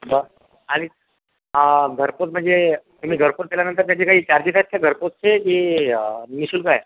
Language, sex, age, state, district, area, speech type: Marathi, male, 30-45, Maharashtra, Akola, rural, conversation